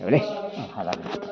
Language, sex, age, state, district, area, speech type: Bodo, male, 60+, Assam, Udalguri, rural, spontaneous